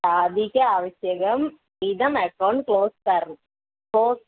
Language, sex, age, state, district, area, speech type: Sanskrit, female, 18-30, Kerala, Kozhikode, rural, conversation